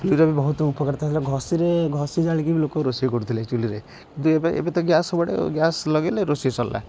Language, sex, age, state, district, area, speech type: Odia, male, 18-30, Odisha, Puri, urban, spontaneous